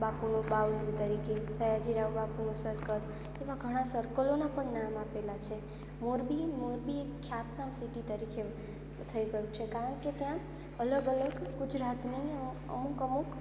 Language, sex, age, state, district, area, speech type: Gujarati, female, 18-30, Gujarat, Morbi, urban, spontaneous